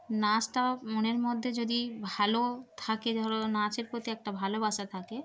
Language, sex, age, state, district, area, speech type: Bengali, female, 30-45, West Bengal, Darjeeling, urban, spontaneous